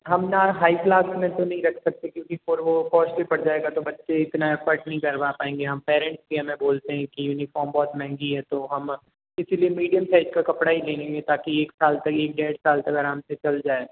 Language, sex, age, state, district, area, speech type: Hindi, male, 18-30, Rajasthan, Jodhpur, urban, conversation